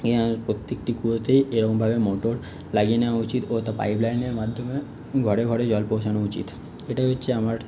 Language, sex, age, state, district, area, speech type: Bengali, male, 30-45, West Bengal, Paschim Bardhaman, urban, spontaneous